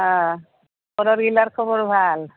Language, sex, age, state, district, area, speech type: Assamese, female, 60+, Assam, Goalpara, rural, conversation